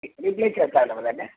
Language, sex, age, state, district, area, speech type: Telugu, male, 60+, Andhra Pradesh, Sri Satya Sai, urban, conversation